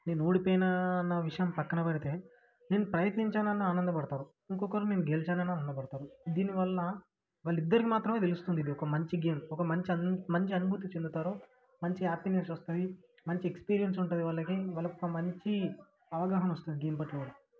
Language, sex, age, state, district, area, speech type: Telugu, male, 18-30, Telangana, Vikarabad, urban, spontaneous